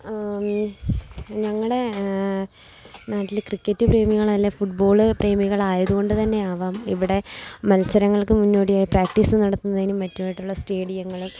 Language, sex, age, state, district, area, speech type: Malayalam, female, 18-30, Kerala, Kollam, rural, spontaneous